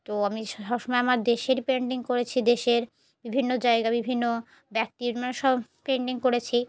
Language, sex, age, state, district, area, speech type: Bengali, female, 30-45, West Bengal, Murshidabad, urban, spontaneous